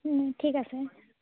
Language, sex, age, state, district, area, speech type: Assamese, female, 18-30, Assam, Charaideo, rural, conversation